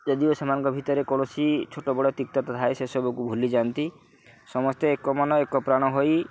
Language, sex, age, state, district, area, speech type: Odia, male, 30-45, Odisha, Kendrapara, urban, spontaneous